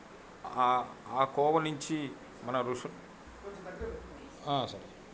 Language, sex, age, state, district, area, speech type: Telugu, male, 45-60, Andhra Pradesh, Bapatla, urban, spontaneous